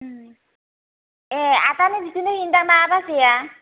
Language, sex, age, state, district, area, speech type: Bodo, other, 30-45, Assam, Kokrajhar, rural, conversation